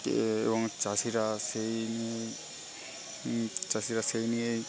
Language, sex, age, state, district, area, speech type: Bengali, male, 18-30, West Bengal, Paschim Medinipur, rural, spontaneous